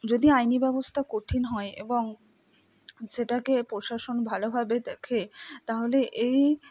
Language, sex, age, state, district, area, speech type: Bengali, female, 45-60, West Bengal, Purba Bardhaman, rural, spontaneous